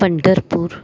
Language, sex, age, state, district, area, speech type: Gujarati, female, 60+, Gujarat, Valsad, rural, spontaneous